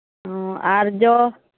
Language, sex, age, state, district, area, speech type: Santali, female, 30-45, West Bengal, Malda, rural, conversation